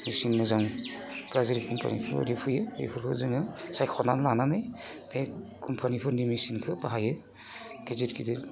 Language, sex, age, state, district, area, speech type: Bodo, male, 45-60, Assam, Udalguri, rural, spontaneous